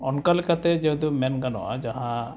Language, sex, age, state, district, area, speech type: Santali, male, 30-45, West Bengal, Uttar Dinajpur, rural, spontaneous